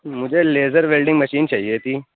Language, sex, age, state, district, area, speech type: Urdu, male, 18-30, Uttar Pradesh, Lucknow, urban, conversation